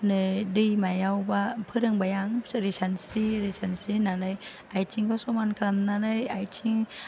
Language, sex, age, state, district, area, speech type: Bodo, female, 30-45, Assam, Chirang, urban, spontaneous